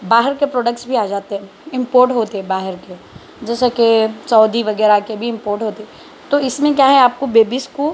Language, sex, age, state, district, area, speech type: Urdu, female, 18-30, Telangana, Hyderabad, urban, spontaneous